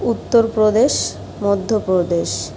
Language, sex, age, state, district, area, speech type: Bengali, female, 30-45, West Bengal, Jhargram, rural, spontaneous